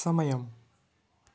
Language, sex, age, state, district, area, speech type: Telugu, male, 60+, Andhra Pradesh, Chittoor, rural, read